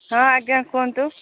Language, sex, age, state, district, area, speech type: Odia, female, 45-60, Odisha, Sundergarh, rural, conversation